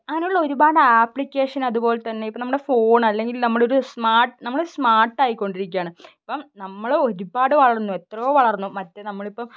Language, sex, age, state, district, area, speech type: Malayalam, female, 18-30, Kerala, Wayanad, rural, spontaneous